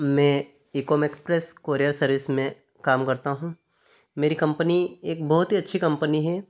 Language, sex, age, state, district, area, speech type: Hindi, male, 30-45, Madhya Pradesh, Ujjain, rural, spontaneous